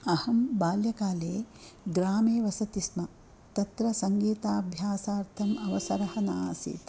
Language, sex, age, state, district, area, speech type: Sanskrit, female, 60+, Karnataka, Dakshina Kannada, urban, spontaneous